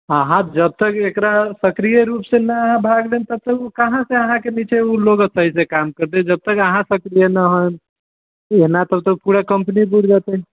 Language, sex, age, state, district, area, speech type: Maithili, male, 30-45, Bihar, Sitamarhi, rural, conversation